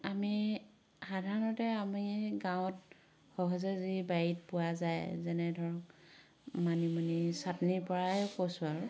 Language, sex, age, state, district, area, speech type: Assamese, female, 45-60, Assam, Dhemaji, rural, spontaneous